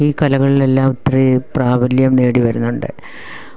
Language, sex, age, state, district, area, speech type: Malayalam, female, 45-60, Kerala, Kollam, rural, spontaneous